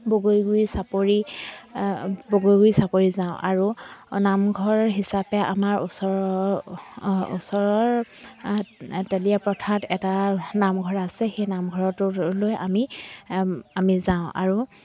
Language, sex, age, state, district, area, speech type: Assamese, female, 30-45, Assam, Dibrugarh, rural, spontaneous